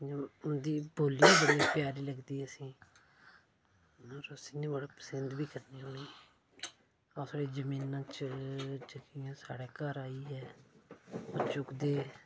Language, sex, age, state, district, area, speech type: Dogri, male, 30-45, Jammu and Kashmir, Udhampur, rural, spontaneous